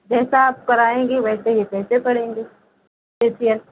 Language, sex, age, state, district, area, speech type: Hindi, female, 45-60, Uttar Pradesh, Lucknow, rural, conversation